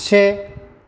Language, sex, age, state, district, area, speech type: Bodo, male, 60+, Assam, Chirang, urban, read